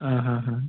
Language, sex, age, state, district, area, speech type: Malayalam, male, 18-30, Kerala, Idukki, rural, conversation